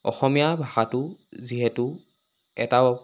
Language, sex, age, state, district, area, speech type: Assamese, male, 18-30, Assam, Sivasagar, rural, spontaneous